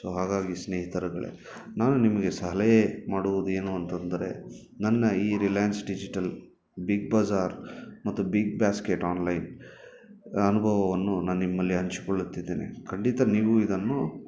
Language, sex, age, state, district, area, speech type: Kannada, male, 30-45, Karnataka, Bangalore Urban, urban, spontaneous